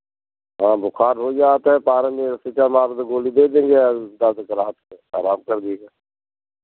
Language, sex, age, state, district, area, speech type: Hindi, male, 45-60, Uttar Pradesh, Pratapgarh, rural, conversation